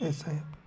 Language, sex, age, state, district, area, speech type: Hindi, male, 18-30, Madhya Pradesh, Betul, rural, spontaneous